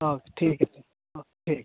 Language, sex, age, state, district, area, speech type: Hindi, male, 18-30, Bihar, Samastipur, urban, conversation